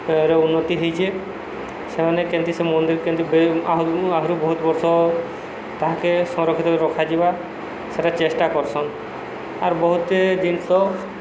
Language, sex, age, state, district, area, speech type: Odia, male, 45-60, Odisha, Subarnapur, urban, spontaneous